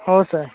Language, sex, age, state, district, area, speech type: Marathi, male, 18-30, Maharashtra, Nagpur, urban, conversation